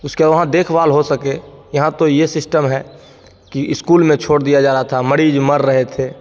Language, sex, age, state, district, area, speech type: Hindi, male, 30-45, Bihar, Begusarai, rural, spontaneous